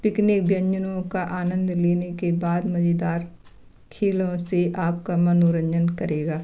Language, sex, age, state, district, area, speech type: Hindi, female, 60+, Madhya Pradesh, Gwalior, rural, spontaneous